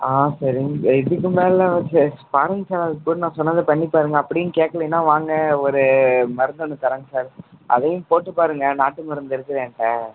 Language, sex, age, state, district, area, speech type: Tamil, male, 18-30, Tamil Nadu, Salem, rural, conversation